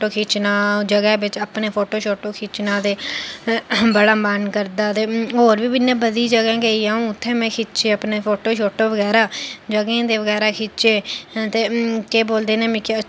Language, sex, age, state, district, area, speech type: Dogri, female, 30-45, Jammu and Kashmir, Udhampur, urban, spontaneous